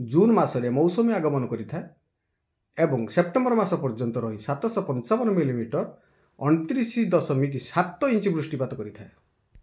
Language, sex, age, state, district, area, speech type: Odia, male, 45-60, Odisha, Balasore, rural, read